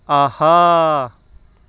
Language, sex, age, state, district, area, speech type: Kashmiri, male, 30-45, Jammu and Kashmir, Pulwama, rural, read